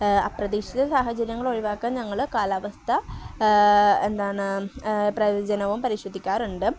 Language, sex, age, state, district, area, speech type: Malayalam, female, 18-30, Kerala, Kozhikode, rural, spontaneous